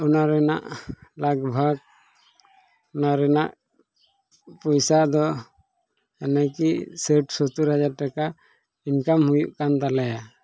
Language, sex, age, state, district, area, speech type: Santali, male, 18-30, Jharkhand, Pakur, rural, spontaneous